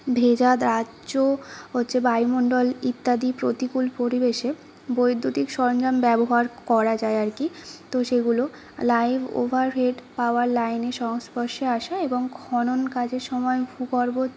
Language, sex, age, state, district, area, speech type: Bengali, female, 18-30, West Bengal, North 24 Parganas, urban, spontaneous